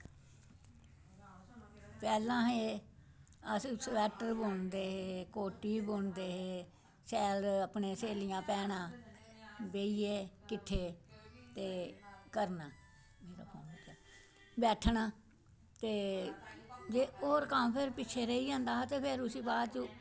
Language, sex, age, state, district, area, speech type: Dogri, female, 60+, Jammu and Kashmir, Samba, urban, spontaneous